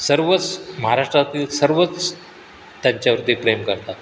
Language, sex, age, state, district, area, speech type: Marathi, male, 60+, Maharashtra, Sindhudurg, rural, spontaneous